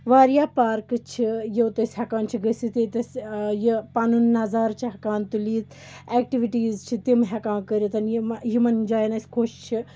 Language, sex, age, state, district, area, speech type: Kashmiri, female, 18-30, Jammu and Kashmir, Srinagar, rural, spontaneous